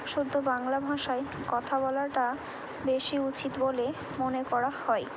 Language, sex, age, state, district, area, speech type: Bengali, female, 18-30, West Bengal, Hooghly, urban, spontaneous